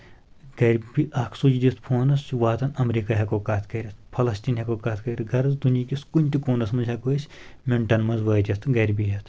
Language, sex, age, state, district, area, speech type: Kashmiri, male, 18-30, Jammu and Kashmir, Kulgam, rural, spontaneous